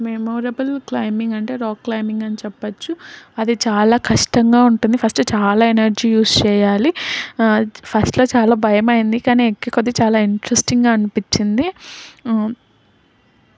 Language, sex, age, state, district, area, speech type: Telugu, female, 18-30, Telangana, Karimnagar, urban, spontaneous